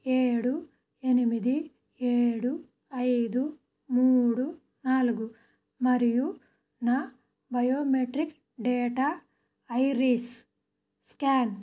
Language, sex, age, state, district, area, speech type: Telugu, female, 30-45, Andhra Pradesh, Krishna, rural, read